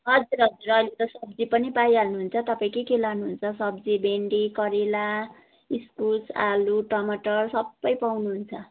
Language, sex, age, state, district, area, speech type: Nepali, female, 30-45, West Bengal, Jalpaiguri, urban, conversation